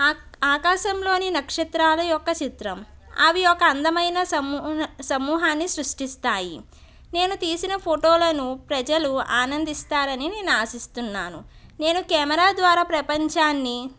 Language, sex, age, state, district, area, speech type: Telugu, female, 30-45, Andhra Pradesh, West Godavari, rural, spontaneous